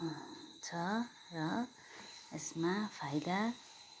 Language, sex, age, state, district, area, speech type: Nepali, female, 30-45, West Bengal, Darjeeling, rural, spontaneous